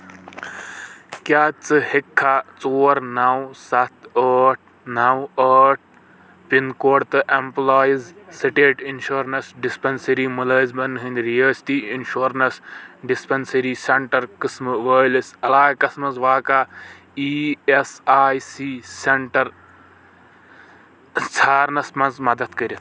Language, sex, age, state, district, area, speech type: Kashmiri, male, 18-30, Jammu and Kashmir, Kulgam, rural, read